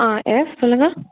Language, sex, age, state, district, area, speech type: Tamil, female, 18-30, Tamil Nadu, Chengalpattu, urban, conversation